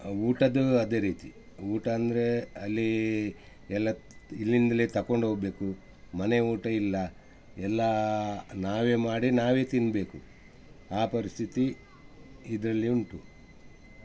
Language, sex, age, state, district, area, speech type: Kannada, male, 60+, Karnataka, Udupi, rural, spontaneous